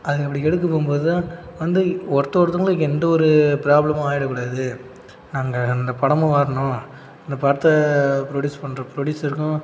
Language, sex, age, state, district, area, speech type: Tamil, male, 30-45, Tamil Nadu, Cuddalore, rural, spontaneous